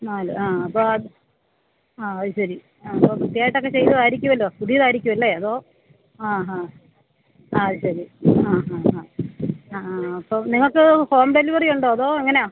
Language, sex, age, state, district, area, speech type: Malayalam, female, 45-60, Kerala, Alappuzha, urban, conversation